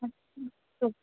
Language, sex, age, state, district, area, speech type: Sanskrit, female, 18-30, Tamil Nadu, Kanchipuram, urban, conversation